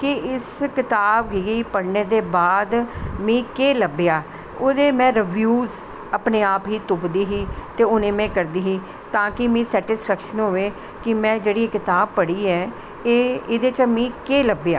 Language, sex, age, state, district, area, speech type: Dogri, female, 60+, Jammu and Kashmir, Jammu, urban, spontaneous